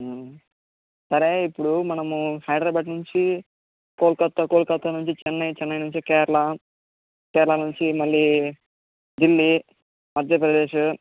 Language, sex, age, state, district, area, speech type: Telugu, male, 18-30, Andhra Pradesh, Chittoor, rural, conversation